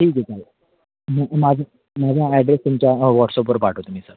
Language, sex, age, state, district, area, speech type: Marathi, male, 18-30, Maharashtra, Thane, urban, conversation